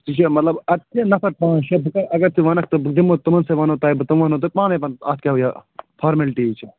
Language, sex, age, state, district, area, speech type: Kashmiri, male, 45-60, Jammu and Kashmir, Budgam, urban, conversation